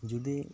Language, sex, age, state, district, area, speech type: Santali, male, 30-45, Jharkhand, Pakur, rural, spontaneous